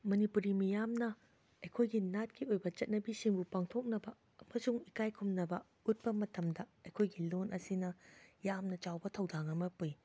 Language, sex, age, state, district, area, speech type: Manipuri, female, 45-60, Manipur, Imphal West, urban, spontaneous